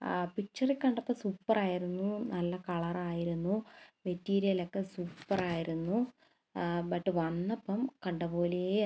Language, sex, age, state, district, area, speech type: Malayalam, female, 18-30, Kerala, Idukki, rural, spontaneous